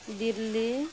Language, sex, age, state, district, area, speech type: Santali, female, 30-45, West Bengal, Birbhum, rural, spontaneous